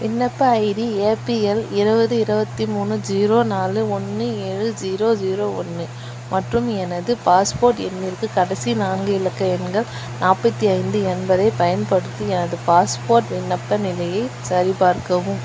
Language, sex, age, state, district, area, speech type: Tamil, female, 18-30, Tamil Nadu, Vellore, urban, read